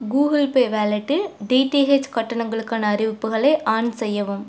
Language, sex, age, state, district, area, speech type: Tamil, female, 18-30, Tamil Nadu, Erode, rural, read